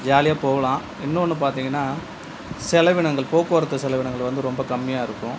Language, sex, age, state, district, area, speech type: Tamil, male, 45-60, Tamil Nadu, Cuddalore, rural, spontaneous